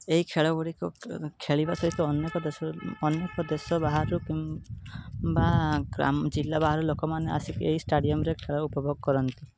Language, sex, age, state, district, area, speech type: Odia, male, 18-30, Odisha, Rayagada, rural, spontaneous